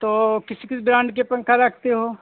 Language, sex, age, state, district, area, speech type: Hindi, male, 45-60, Uttar Pradesh, Hardoi, rural, conversation